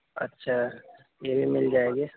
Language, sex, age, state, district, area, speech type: Urdu, male, 30-45, Uttar Pradesh, Gautam Buddha Nagar, rural, conversation